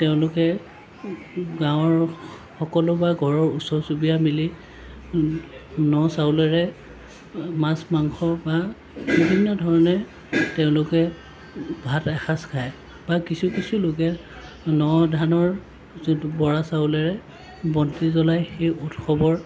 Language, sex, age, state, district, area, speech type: Assamese, male, 45-60, Assam, Lakhimpur, rural, spontaneous